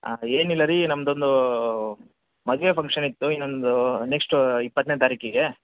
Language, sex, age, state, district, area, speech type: Kannada, male, 30-45, Karnataka, Bellary, rural, conversation